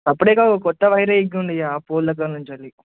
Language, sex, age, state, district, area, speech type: Telugu, male, 18-30, Telangana, Adilabad, urban, conversation